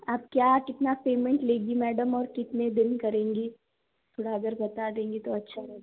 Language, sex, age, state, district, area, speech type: Hindi, female, 18-30, Madhya Pradesh, Seoni, urban, conversation